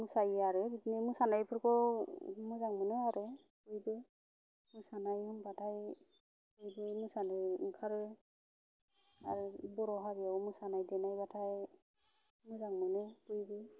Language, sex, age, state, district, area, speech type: Bodo, female, 45-60, Assam, Kokrajhar, rural, spontaneous